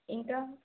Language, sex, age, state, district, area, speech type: Telugu, female, 18-30, Telangana, Karimnagar, rural, conversation